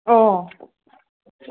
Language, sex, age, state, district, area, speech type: Assamese, female, 18-30, Assam, Kamrup Metropolitan, urban, conversation